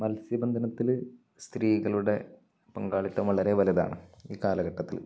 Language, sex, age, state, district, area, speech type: Malayalam, male, 45-60, Kerala, Wayanad, rural, spontaneous